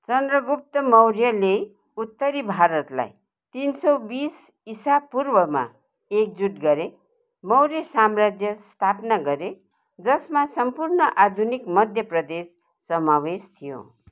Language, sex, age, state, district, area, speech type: Nepali, female, 60+, West Bengal, Kalimpong, rural, read